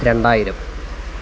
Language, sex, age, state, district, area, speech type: Malayalam, male, 30-45, Kerala, Kollam, rural, spontaneous